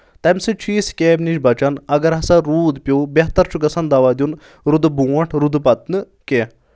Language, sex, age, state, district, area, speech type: Kashmiri, male, 18-30, Jammu and Kashmir, Anantnag, rural, spontaneous